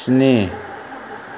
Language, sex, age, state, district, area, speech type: Bodo, male, 45-60, Assam, Chirang, rural, read